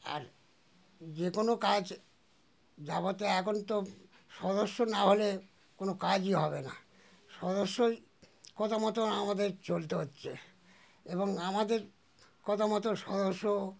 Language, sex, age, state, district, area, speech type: Bengali, male, 60+, West Bengal, Darjeeling, rural, spontaneous